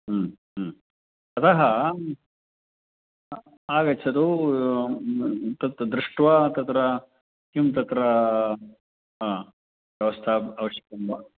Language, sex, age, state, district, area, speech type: Sanskrit, male, 45-60, Karnataka, Uttara Kannada, rural, conversation